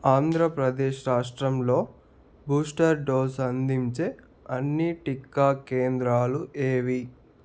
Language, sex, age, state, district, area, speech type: Telugu, male, 60+, Andhra Pradesh, Chittoor, rural, read